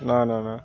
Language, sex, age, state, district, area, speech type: Bengali, male, 18-30, West Bengal, Birbhum, urban, spontaneous